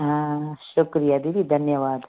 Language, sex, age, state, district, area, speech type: Sindhi, female, 45-60, Gujarat, Kutch, urban, conversation